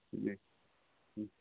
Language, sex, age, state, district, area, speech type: Bodo, male, 45-60, Assam, Chirang, rural, conversation